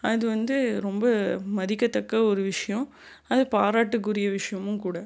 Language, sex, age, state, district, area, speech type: Tamil, female, 30-45, Tamil Nadu, Salem, urban, spontaneous